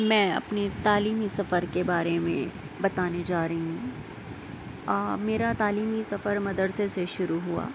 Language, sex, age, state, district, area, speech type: Urdu, female, 30-45, Delhi, Central Delhi, urban, spontaneous